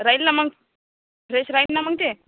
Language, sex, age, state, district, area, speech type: Marathi, female, 18-30, Maharashtra, Washim, rural, conversation